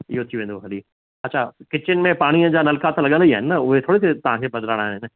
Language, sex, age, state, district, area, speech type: Sindhi, male, 60+, Rajasthan, Ajmer, urban, conversation